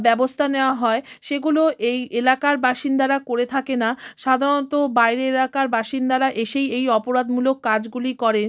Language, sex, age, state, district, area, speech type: Bengali, female, 45-60, West Bengal, South 24 Parganas, rural, spontaneous